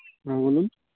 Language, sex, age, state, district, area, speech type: Bengali, male, 18-30, West Bengal, Birbhum, urban, conversation